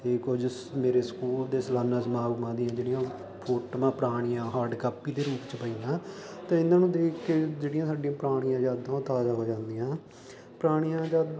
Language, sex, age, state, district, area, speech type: Punjabi, male, 18-30, Punjab, Faridkot, rural, spontaneous